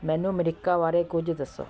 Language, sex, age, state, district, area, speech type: Punjabi, female, 45-60, Punjab, Patiala, urban, read